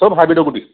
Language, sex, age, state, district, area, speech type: Assamese, male, 30-45, Assam, Sivasagar, rural, conversation